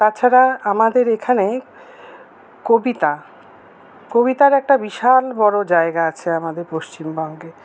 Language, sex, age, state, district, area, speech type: Bengali, female, 45-60, West Bengal, Paschim Bardhaman, urban, spontaneous